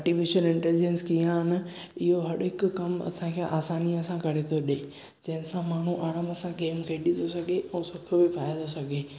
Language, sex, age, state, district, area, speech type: Sindhi, male, 18-30, Maharashtra, Thane, urban, spontaneous